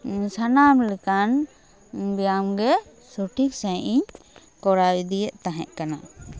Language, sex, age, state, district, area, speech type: Santali, female, 30-45, West Bengal, Bankura, rural, spontaneous